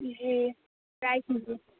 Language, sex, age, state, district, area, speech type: Urdu, female, 18-30, Bihar, Khagaria, rural, conversation